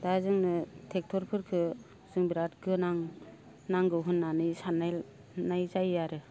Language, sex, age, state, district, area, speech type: Bodo, female, 18-30, Assam, Baksa, rural, spontaneous